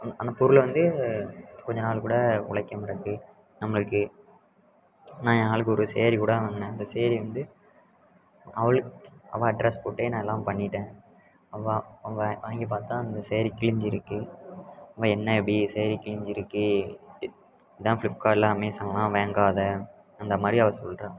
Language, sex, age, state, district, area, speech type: Tamil, male, 18-30, Tamil Nadu, Tirunelveli, rural, spontaneous